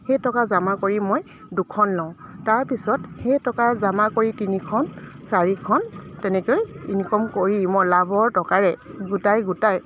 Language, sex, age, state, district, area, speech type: Assamese, female, 30-45, Assam, Dibrugarh, urban, spontaneous